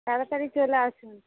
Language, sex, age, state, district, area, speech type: Bengali, female, 45-60, West Bengal, Hooghly, rural, conversation